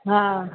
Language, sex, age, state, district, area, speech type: Sindhi, female, 60+, Delhi, South Delhi, urban, conversation